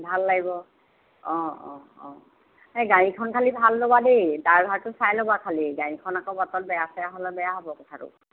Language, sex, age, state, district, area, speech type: Assamese, female, 60+, Assam, Golaghat, urban, conversation